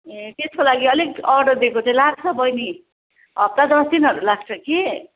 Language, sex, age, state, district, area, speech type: Nepali, female, 45-60, West Bengal, Jalpaiguri, urban, conversation